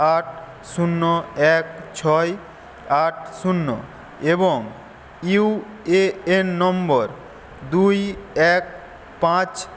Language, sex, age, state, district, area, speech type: Bengali, male, 18-30, West Bengal, Paschim Medinipur, rural, read